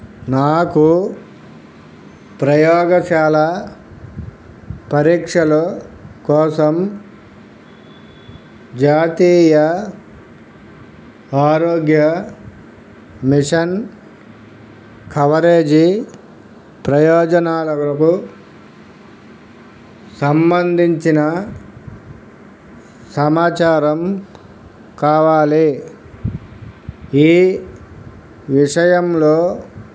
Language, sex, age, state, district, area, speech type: Telugu, male, 60+, Andhra Pradesh, Krishna, urban, read